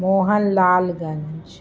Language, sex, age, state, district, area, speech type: Sindhi, female, 45-60, Uttar Pradesh, Lucknow, urban, spontaneous